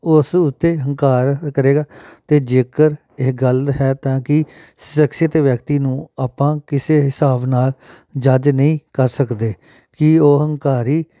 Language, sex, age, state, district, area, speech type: Punjabi, male, 30-45, Punjab, Amritsar, urban, spontaneous